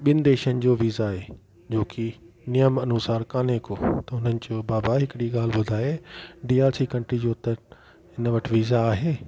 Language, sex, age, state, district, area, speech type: Sindhi, male, 45-60, Delhi, South Delhi, urban, spontaneous